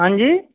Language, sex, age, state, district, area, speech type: Urdu, male, 45-60, Uttar Pradesh, Muzaffarnagar, rural, conversation